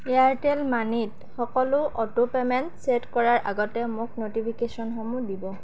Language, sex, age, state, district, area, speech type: Assamese, female, 18-30, Assam, Darrang, rural, read